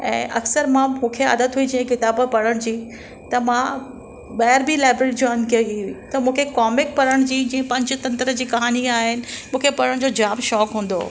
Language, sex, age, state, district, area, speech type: Sindhi, female, 45-60, Maharashtra, Mumbai Suburban, urban, spontaneous